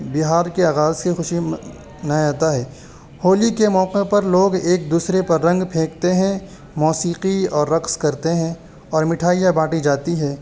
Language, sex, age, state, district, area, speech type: Urdu, male, 18-30, Uttar Pradesh, Saharanpur, urban, spontaneous